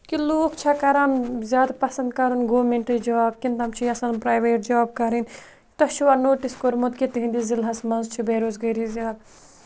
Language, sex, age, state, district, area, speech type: Kashmiri, female, 18-30, Jammu and Kashmir, Kupwara, rural, spontaneous